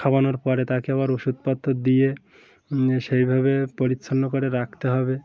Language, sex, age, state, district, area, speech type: Bengali, male, 18-30, West Bengal, Uttar Dinajpur, urban, spontaneous